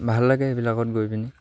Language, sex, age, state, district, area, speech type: Assamese, male, 18-30, Assam, Sivasagar, rural, spontaneous